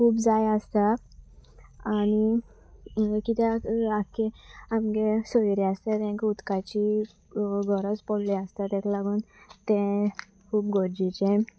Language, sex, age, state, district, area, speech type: Goan Konkani, female, 18-30, Goa, Sanguem, rural, spontaneous